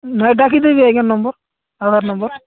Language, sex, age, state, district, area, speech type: Odia, male, 18-30, Odisha, Nabarangpur, urban, conversation